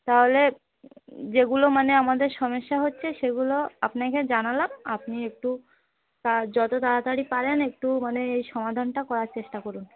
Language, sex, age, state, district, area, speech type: Bengali, female, 30-45, West Bengal, Darjeeling, urban, conversation